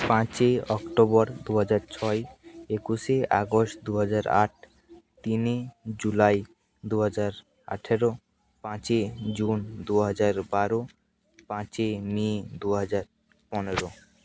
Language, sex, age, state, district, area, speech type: Bengali, male, 30-45, West Bengal, Nadia, rural, spontaneous